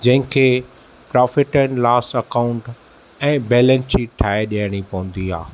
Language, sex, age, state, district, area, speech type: Sindhi, male, 45-60, Maharashtra, Thane, urban, spontaneous